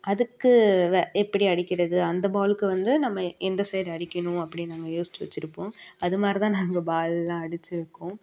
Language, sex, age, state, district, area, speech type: Tamil, female, 18-30, Tamil Nadu, Perambalur, urban, spontaneous